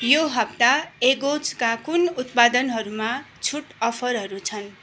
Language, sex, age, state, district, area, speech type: Nepali, female, 45-60, West Bengal, Darjeeling, rural, read